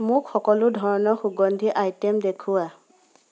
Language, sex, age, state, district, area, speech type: Assamese, female, 30-45, Assam, Biswanath, rural, read